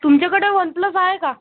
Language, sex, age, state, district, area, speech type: Marathi, male, 30-45, Maharashtra, Buldhana, rural, conversation